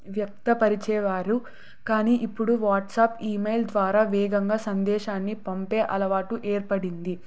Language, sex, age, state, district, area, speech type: Telugu, female, 18-30, Andhra Pradesh, Sri Satya Sai, urban, spontaneous